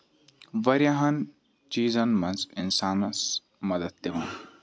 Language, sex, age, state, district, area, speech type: Kashmiri, male, 18-30, Jammu and Kashmir, Ganderbal, rural, spontaneous